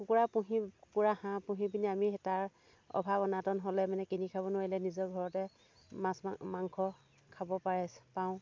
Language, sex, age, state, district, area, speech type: Assamese, female, 45-60, Assam, Dhemaji, rural, spontaneous